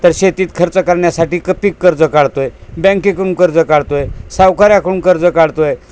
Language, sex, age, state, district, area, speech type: Marathi, male, 60+, Maharashtra, Osmanabad, rural, spontaneous